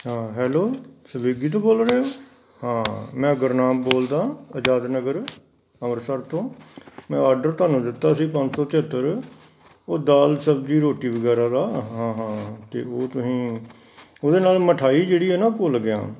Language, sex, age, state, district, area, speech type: Punjabi, male, 60+, Punjab, Amritsar, urban, spontaneous